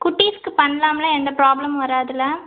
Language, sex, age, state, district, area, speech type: Tamil, female, 45-60, Tamil Nadu, Madurai, urban, conversation